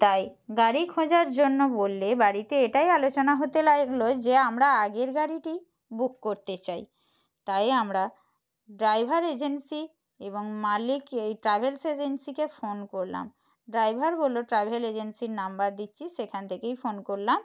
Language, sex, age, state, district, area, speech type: Bengali, female, 30-45, West Bengal, Purba Medinipur, rural, spontaneous